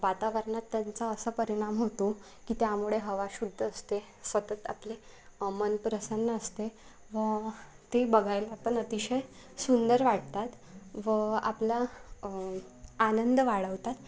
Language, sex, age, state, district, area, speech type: Marathi, female, 18-30, Maharashtra, Wardha, rural, spontaneous